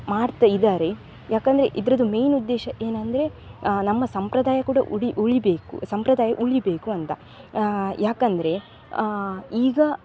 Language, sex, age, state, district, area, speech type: Kannada, female, 18-30, Karnataka, Dakshina Kannada, urban, spontaneous